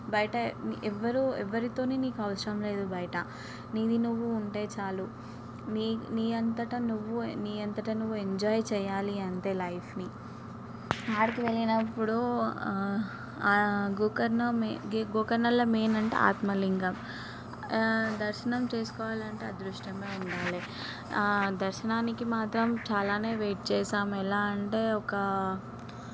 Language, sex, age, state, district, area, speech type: Telugu, female, 18-30, Telangana, Vikarabad, urban, spontaneous